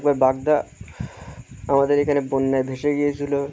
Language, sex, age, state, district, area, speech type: Bengali, male, 30-45, West Bengal, Birbhum, urban, spontaneous